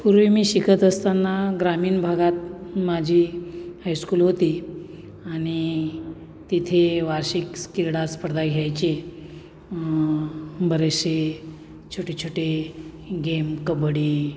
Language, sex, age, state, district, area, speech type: Marathi, male, 45-60, Maharashtra, Nashik, urban, spontaneous